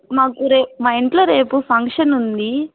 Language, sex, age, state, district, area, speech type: Telugu, female, 18-30, Andhra Pradesh, Nellore, rural, conversation